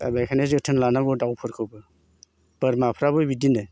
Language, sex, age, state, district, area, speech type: Bodo, male, 60+, Assam, Chirang, rural, spontaneous